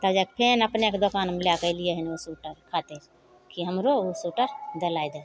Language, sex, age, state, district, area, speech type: Maithili, female, 45-60, Bihar, Begusarai, rural, spontaneous